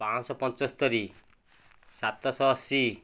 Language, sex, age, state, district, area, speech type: Odia, male, 30-45, Odisha, Nayagarh, rural, spontaneous